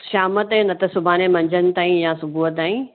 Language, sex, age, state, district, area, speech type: Sindhi, female, 60+, Gujarat, Surat, urban, conversation